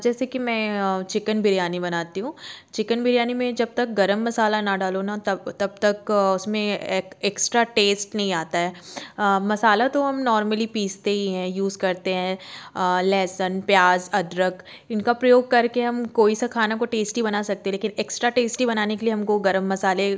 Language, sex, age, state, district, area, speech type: Hindi, female, 30-45, Madhya Pradesh, Jabalpur, urban, spontaneous